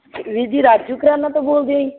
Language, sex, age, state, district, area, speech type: Punjabi, female, 30-45, Punjab, Barnala, rural, conversation